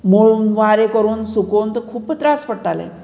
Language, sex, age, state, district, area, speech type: Goan Konkani, female, 60+, Goa, Murmgao, rural, spontaneous